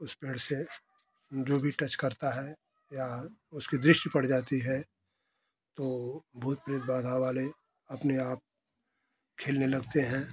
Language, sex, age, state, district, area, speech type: Hindi, male, 60+, Uttar Pradesh, Ghazipur, rural, spontaneous